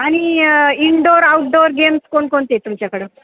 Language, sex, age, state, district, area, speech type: Marathi, female, 45-60, Maharashtra, Ahmednagar, rural, conversation